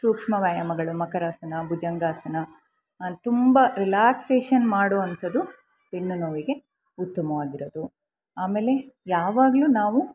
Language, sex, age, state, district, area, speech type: Kannada, female, 45-60, Karnataka, Chikkamagaluru, rural, spontaneous